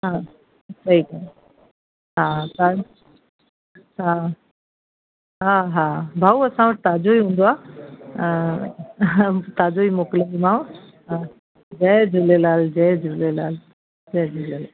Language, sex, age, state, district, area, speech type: Sindhi, female, 60+, Delhi, South Delhi, urban, conversation